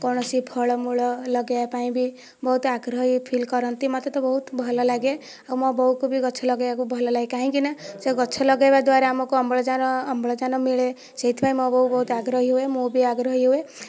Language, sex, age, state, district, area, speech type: Odia, female, 18-30, Odisha, Kandhamal, rural, spontaneous